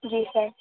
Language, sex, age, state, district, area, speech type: Hindi, female, 18-30, Madhya Pradesh, Bhopal, urban, conversation